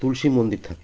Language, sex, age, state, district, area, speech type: Bengali, male, 45-60, West Bengal, Birbhum, urban, spontaneous